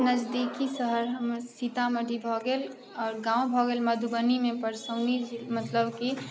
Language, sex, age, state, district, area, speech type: Maithili, female, 30-45, Bihar, Sitamarhi, rural, spontaneous